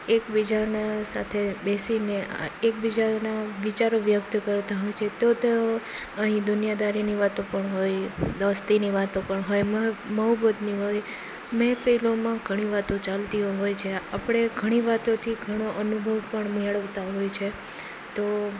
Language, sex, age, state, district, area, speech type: Gujarati, female, 18-30, Gujarat, Rajkot, rural, spontaneous